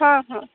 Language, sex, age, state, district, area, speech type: Odia, female, 45-60, Odisha, Angul, rural, conversation